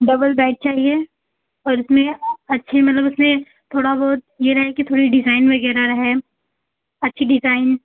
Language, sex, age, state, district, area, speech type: Hindi, female, 18-30, Uttar Pradesh, Azamgarh, rural, conversation